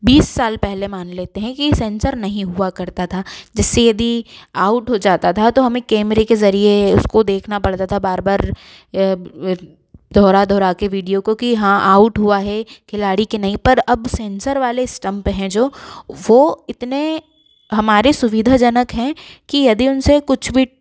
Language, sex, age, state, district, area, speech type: Hindi, female, 30-45, Madhya Pradesh, Bhopal, urban, spontaneous